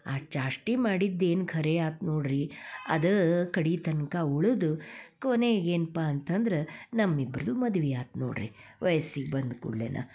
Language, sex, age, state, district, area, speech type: Kannada, female, 60+, Karnataka, Dharwad, rural, spontaneous